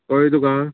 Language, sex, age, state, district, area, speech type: Goan Konkani, male, 18-30, Goa, Canacona, rural, conversation